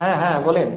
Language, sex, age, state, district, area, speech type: Bengali, male, 18-30, West Bengal, Jalpaiguri, rural, conversation